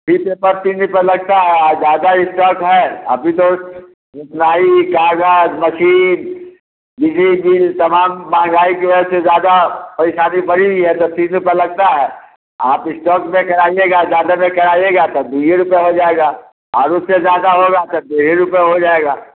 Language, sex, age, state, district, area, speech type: Hindi, male, 60+, Bihar, Muzaffarpur, rural, conversation